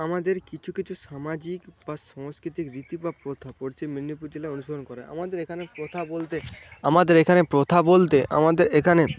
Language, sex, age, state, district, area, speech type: Bengali, male, 18-30, West Bengal, Paschim Medinipur, rural, spontaneous